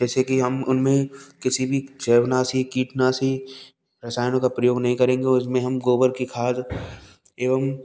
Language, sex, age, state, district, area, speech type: Hindi, male, 18-30, Rajasthan, Bharatpur, rural, spontaneous